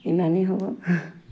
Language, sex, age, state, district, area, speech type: Assamese, female, 60+, Assam, Charaideo, rural, spontaneous